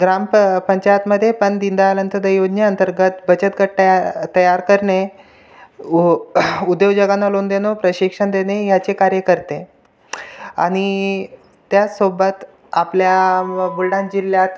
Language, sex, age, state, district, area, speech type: Marathi, other, 18-30, Maharashtra, Buldhana, urban, spontaneous